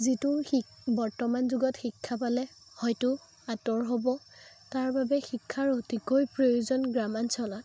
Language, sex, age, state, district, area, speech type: Assamese, female, 18-30, Assam, Biswanath, rural, spontaneous